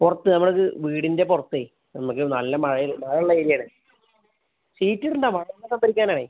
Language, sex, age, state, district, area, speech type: Malayalam, male, 30-45, Kerala, Palakkad, urban, conversation